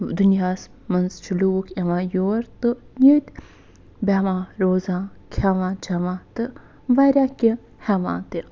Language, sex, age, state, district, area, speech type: Kashmiri, female, 45-60, Jammu and Kashmir, Budgam, rural, spontaneous